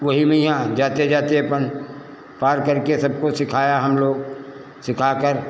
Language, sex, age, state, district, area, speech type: Hindi, male, 60+, Uttar Pradesh, Lucknow, rural, spontaneous